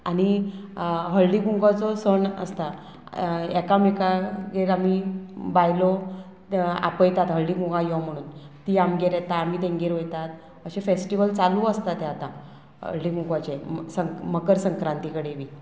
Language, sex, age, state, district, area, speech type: Goan Konkani, female, 45-60, Goa, Murmgao, rural, spontaneous